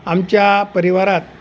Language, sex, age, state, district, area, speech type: Marathi, male, 60+, Maharashtra, Wardha, urban, spontaneous